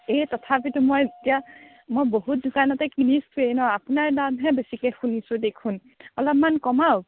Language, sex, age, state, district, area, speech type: Assamese, female, 18-30, Assam, Morigaon, rural, conversation